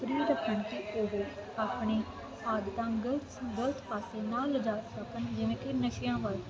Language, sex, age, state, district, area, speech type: Punjabi, female, 18-30, Punjab, Faridkot, urban, spontaneous